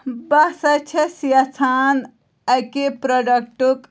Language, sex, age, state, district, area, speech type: Kashmiri, female, 18-30, Jammu and Kashmir, Pulwama, rural, spontaneous